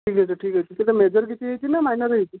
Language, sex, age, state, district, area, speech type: Odia, male, 30-45, Odisha, Sundergarh, urban, conversation